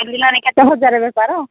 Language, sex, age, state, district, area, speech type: Odia, female, 45-60, Odisha, Angul, rural, conversation